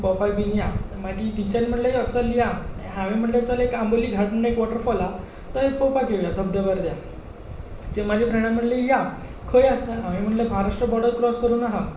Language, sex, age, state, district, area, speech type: Goan Konkani, male, 18-30, Goa, Tiswadi, rural, spontaneous